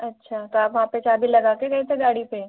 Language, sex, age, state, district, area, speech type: Hindi, female, 30-45, Rajasthan, Jaipur, urban, conversation